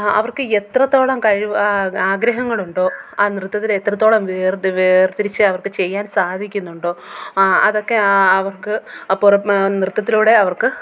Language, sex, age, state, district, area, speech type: Malayalam, female, 30-45, Kerala, Kollam, rural, spontaneous